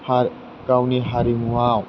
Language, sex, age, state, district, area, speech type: Bodo, male, 18-30, Assam, Chirang, rural, spontaneous